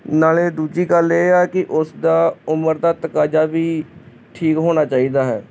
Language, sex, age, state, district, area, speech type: Punjabi, male, 30-45, Punjab, Hoshiarpur, rural, spontaneous